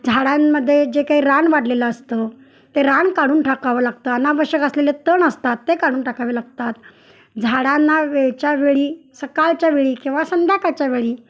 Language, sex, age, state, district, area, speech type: Marathi, female, 45-60, Maharashtra, Kolhapur, urban, spontaneous